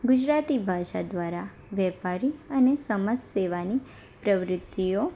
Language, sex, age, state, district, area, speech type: Gujarati, female, 18-30, Gujarat, Anand, urban, spontaneous